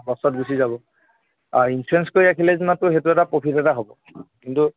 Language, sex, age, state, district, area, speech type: Assamese, male, 18-30, Assam, Lakhimpur, urban, conversation